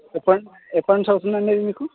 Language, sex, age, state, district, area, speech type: Telugu, male, 18-30, Telangana, Sangareddy, rural, conversation